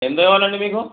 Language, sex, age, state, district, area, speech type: Telugu, male, 30-45, Telangana, Mancherial, rural, conversation